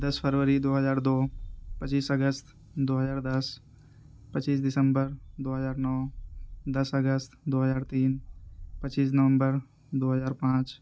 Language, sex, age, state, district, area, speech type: Urdu, male, 18-30, Uttar Pradesh, Ghaziabad, urban, spontaneous